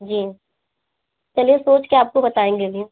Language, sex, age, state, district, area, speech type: Hindi, female, 18-30, Uttar Pradesh, Mirzapur, rural, conversation